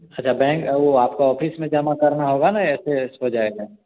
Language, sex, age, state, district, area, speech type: Hindi, male, 30-45, Bihar, Samastipur, urban, conversation